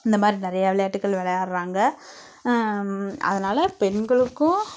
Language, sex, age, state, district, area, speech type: Tamil, female, 18-30, Tamil Nadu, Namakkal, rural, spontaneous